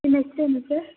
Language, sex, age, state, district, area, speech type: Kannada, female, 18-30, Karnataka, Kolar, rural, conversation